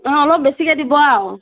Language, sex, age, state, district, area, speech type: Assamese, female, 30-45, Assam, Morigaon, rural, conversation